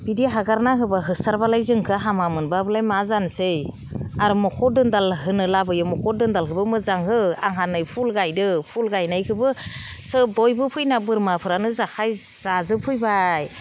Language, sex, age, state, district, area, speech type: Bodo, female, 45-60, Assam, Udalguri, rural, spontaneous